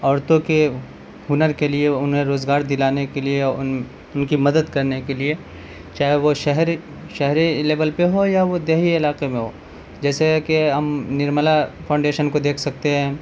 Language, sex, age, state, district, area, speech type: Urdu, male, 30-45, Delhi, South Delhi, urban, spontaneous